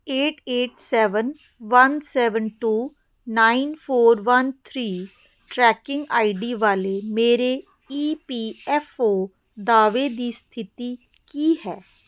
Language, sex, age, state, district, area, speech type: Punjabi, female, 30-45, Punjab, Patiala, urban, read